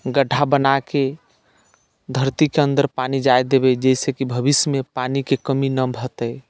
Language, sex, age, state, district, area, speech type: Maithili, male, 45-60, Bihar, Sitamarhi, rural, spontaneous